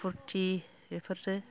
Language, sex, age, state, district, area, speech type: Bodo, female, 60+, Assam, Kokrajhar, rural, spontaneous